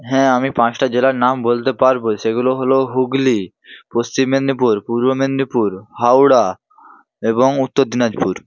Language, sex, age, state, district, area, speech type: Bengali, male, 18-30, West Bengal, Hooghly, urban, spontaneous